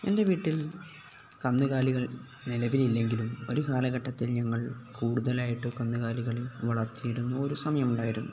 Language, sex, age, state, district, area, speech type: Malayalam, male, 18-30, Kerala, Kozhikode, rural, spontaneous